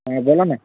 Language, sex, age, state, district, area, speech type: Marathi, male, 18-30, Maharashtra, Washim, urban, conversation